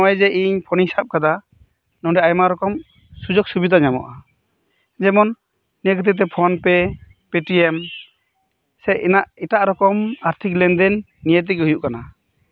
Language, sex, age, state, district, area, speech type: Santali, male, 30-45, West Bengal, Birbhum, rural, spontaneous